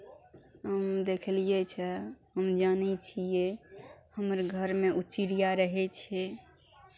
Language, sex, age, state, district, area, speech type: Maithili, female, 30-45, Bihar, Araria, rural, spontaneous